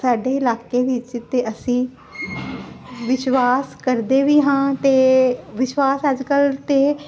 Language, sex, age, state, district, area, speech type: Punjabi, female, 45-60, Punjab, Jalandhar, urban, spontaneous